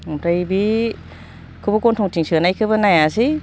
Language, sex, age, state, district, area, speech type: Bodo, female, 30-45, Assam, Baksa, rural, spontaneous